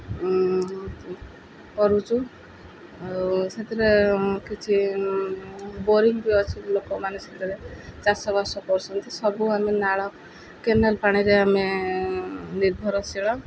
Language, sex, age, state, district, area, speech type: Odia, female, 30-45, Odisha, Jagatsinghpur, rural, spontaneous